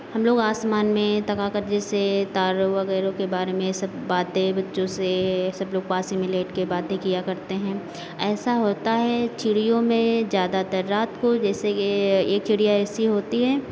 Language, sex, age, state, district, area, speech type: Hindi, female, 30-45, Uttar Pradesh, Lucknow, rural, spontaneous